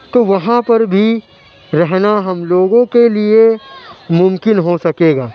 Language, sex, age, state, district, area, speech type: Urdu, male, 30-45, Uttar Pradesh, Lucknow, urban, spontaneous